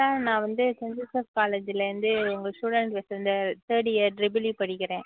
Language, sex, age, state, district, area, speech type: Tamil, female, 60+, Tamil Nadu, Cuddalore, rural, conversation